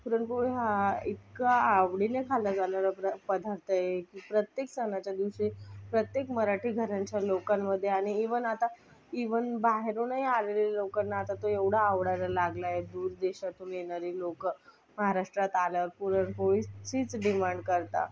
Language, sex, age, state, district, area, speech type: Marathi, female, 18-30, Maharashtra, Thane, urban, spontaneous